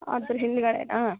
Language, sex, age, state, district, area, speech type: Kannada, female, 18-30, Karnataka, Davanagere, rural, conversation